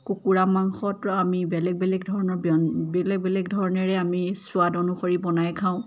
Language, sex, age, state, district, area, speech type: Assamese, female, 30-45, Assam, Charaideo, urban, spontaneous